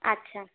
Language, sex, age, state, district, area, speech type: Bengali, female, 18-30, West Bengal, Purulia, urban, conversation